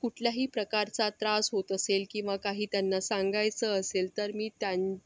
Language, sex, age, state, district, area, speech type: Marathi, female, 45-60, Maharashtra, Yavatmal, urban, spontaneous